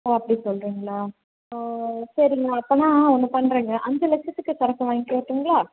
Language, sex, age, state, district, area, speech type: Tamil, female, 30-45, Tamil Nadu, Salem, urban, conversation